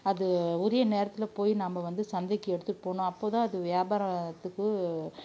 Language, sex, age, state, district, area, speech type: Tamil, female, 45-60, Tamil Nadu, Krishnagiri, rural, spontaneous